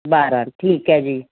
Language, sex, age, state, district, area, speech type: Punjabi, female, 60+, Punjab, Amritsar, urban, conversation